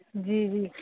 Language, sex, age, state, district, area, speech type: Urdu, female, 18-30, Bihar, Saharsa, rural, conversation